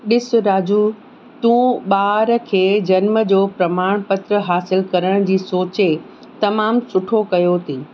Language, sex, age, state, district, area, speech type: Sindhi, female, 18-30, Uttar Pradesh, Lucknow, urban, spontaneous